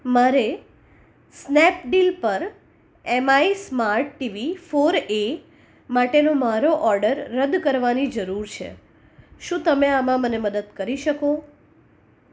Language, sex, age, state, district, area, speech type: Gujarati, female, 30-45, Gujarat, Anand, urban, read